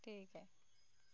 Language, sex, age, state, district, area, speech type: Marathi, female, 45-60, Maharashtra, Nagpur, rural, spontaneous